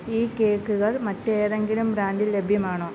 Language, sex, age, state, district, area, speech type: Malayalam, female, 30-45, Kerala, Alappuzha, rural, read